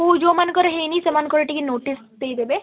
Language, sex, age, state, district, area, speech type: Odia, female, 18-30, Odisha, Kalahandi, rural, conversation